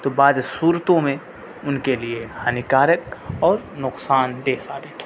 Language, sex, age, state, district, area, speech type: Urdu, male, 18-30, Delhi, North West Delhi, urban, spontaneous